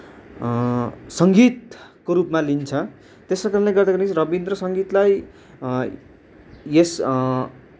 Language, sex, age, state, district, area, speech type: Nepali, male, 18-30, West Bengal, Darjeeling, rural, spontaneous